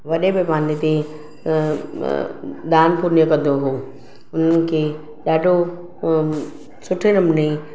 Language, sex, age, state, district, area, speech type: Sindhi, female, 45-60, Maharashtra, Mumbai Suburban, urban, spontaneous